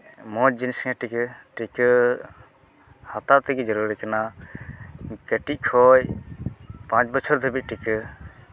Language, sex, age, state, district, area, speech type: Santali, male, 18-30, West Bengal, Uttar Dinajpur, rural, spontaneous